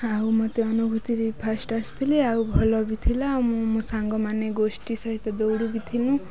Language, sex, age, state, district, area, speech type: Odia, female, 18-30, Odisha, Nuapada, urban, spontaneous